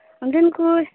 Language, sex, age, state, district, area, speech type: Santali, female, 18-30, West Bengal, Birbhum, rural, conversation